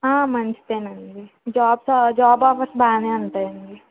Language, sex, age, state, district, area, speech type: Telugu, female, 18-30, Andhra Pradesh, Srikakulam, urban, conversation